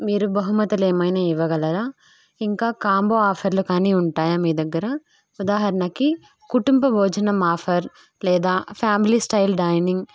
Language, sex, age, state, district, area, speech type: Telugu, female, 18-30, Andhra Pradesh, Kadapa, rural, spontaneous